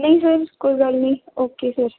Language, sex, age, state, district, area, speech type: Punjabi, female, 18-30, Punjab, Ludhiana, rural, conversation